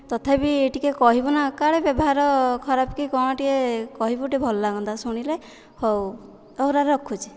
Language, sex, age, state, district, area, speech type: Odia, female, 18-30, Odisha, Dhenkanal, rural, spontaneous